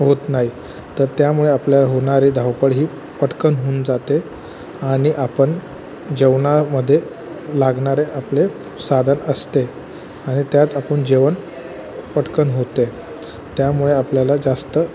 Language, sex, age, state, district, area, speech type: Marathi, male, 30-45, Maharashtra, Thane, urban, spontaneous